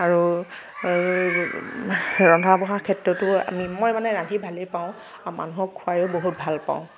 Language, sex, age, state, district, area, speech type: Assamese, female, 18-30, Assam, Nagaon, rural, spontaneous